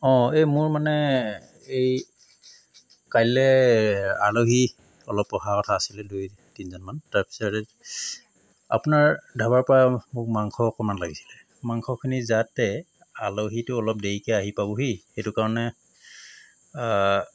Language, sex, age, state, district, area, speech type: Assamese, male, 45-60, Assam, Tinsukia, rural, spontaneous